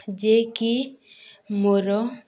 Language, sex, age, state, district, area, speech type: Odia, female, 30-45, Odisha, Balangir, urban, spontaneous